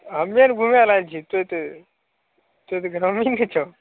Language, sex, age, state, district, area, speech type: Maithili, male, 18-30, Bihar, Begusarai, rural, conversation